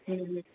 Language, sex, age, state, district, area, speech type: Gujarati, female, 30-45, Gujarat, Junagadh, rural, conversation